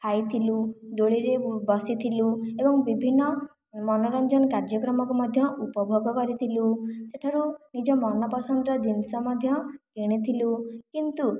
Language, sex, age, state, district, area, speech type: Odia, female, 45-60, Odisha, Khordha, rural, spontaneous